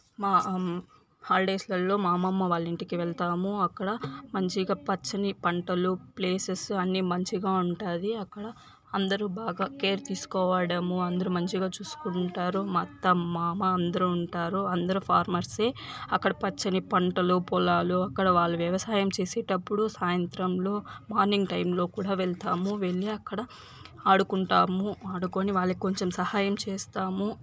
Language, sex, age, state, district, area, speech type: Telugu, female, 18-30, Andhra Pradesh, Sri Balaji, rural, spontaneous